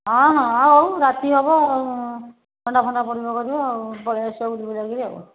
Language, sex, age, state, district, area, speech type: Odia, female, 60+, Odisha, Angul, rural, conversation